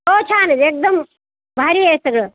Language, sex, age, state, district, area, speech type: Marathi, female, 60+, Maharashtra, Nanded, urban, conversation